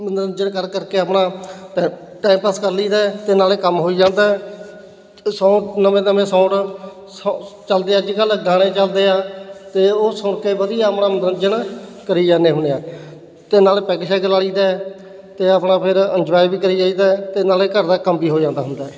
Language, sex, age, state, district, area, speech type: Punjabi, male, 30-45, Punjab, Fatehgarh Sahib, rural, spontaneous